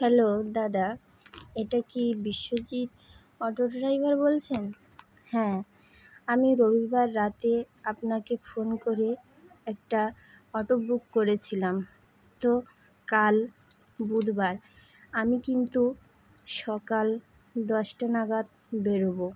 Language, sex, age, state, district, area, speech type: Bengali, female, 18-30, West Bengal, Howrah, urban, spontaneous